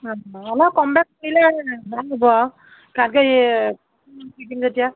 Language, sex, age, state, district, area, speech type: Assamese, female, 30-45, Assam, Nagaon, rural, conversation